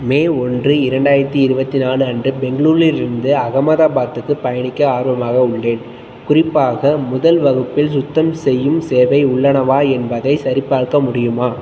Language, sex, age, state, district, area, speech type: Tamil, male, 18-30, Tamil Nadu, Tiruchirappalli, rural, read